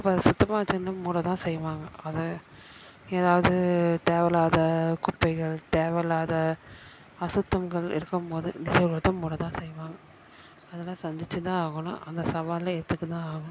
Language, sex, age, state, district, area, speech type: Tamil, female, 30-45, Tamil Nadu, Chennai, urban, spontaneous